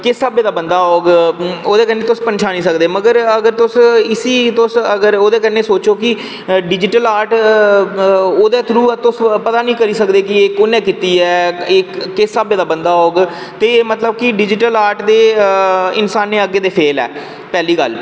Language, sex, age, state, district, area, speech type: Dogri, male, 18-30, Jammu and Kashmir, Reasi, rural, spontaneous